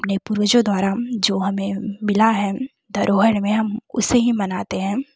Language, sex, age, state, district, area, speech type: Hindi, female, 18-30, Uttar Pradesh, Jaunpur, urban, spontaneous